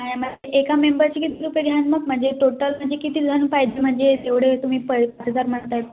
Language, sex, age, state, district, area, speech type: Marathi, female, 18-30, Maharashtra, Wardha, rural, conversation